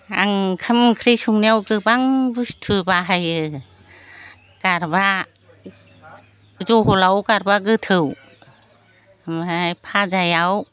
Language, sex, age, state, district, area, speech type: Bodo, female, 60+, Assam, Chirang, rural, spontaneous